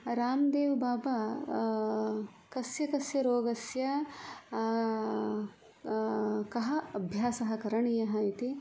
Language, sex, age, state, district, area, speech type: Sanskrit, female, 45-60, Karnataka, Udupi, rural, spontaneous